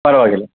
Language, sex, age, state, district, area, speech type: Kannada, male, 45-60, Karnataka, Shimoga, rural, conversation